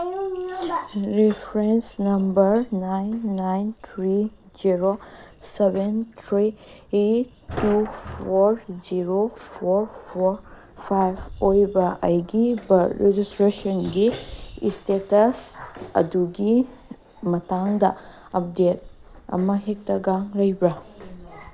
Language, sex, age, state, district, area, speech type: Manipuri, female, 18-30, Manipur, Kangpokpi, urban, read